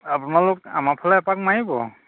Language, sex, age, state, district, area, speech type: Assamese, male, 45-60, Assam, Majuli, rural, conversation